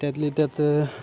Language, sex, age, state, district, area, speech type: Marathi, male, 18-30, Maharashtra, Satara, rural, spontaneous